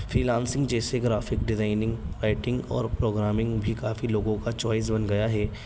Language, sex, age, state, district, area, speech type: Urdu, male, 18-30, Delhi, North East Delhi, urban, spontaneous